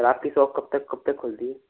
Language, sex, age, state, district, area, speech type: Hindi, male, 18-30, Rajasthan, Bharatpur, rural, conversation